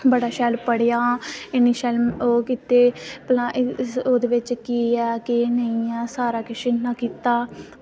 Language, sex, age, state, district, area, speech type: Dogri, female, 18-30, Jammu and Kashmir, Samba, rural, spontaneous